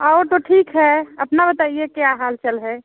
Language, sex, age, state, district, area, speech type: Hindi, female, 30-45, Uttar Pradesh, Bhadohi, urban, conversation